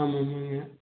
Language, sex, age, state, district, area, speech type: Tamil, male, 18-30, Tamil Nadu, Erode, rural, conversation